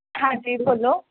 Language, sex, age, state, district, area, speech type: Punjabi, female, 18-30, Punjab, Gurdaspur, rural, conversation